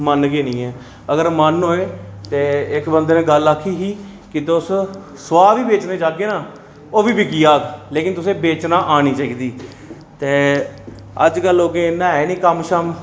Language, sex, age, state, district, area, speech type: Dogri, male, 30-45, Jammu and Kashmir, Reasi, urban, spontaneous